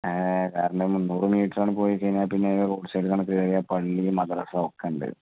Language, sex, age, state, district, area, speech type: Malayalam, male, 30-45, Kerala, Malappuram, rural, conversation